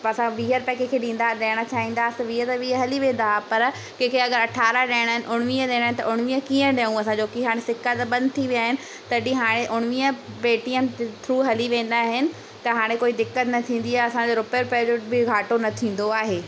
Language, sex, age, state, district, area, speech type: Sindhi, female, 18-30, Madhya Pradesh, Katni, rural, spontaneous